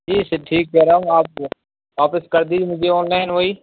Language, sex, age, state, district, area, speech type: Urdu, male, 18-30, Uttar Pradesh, Saharanpur, urban, conversation